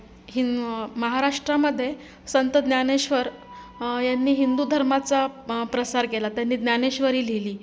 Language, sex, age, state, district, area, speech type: Marathi, female, 45-60, Maharashtra, Nanded, urban, spontaneous